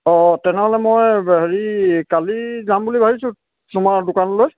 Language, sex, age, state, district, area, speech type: Assamese, male, 45-60, Assam, Sivasagar, rural, conversation